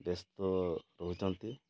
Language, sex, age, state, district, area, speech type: Odia, male, 60+, Odisha, Mayurbhanj, rural, spontaneous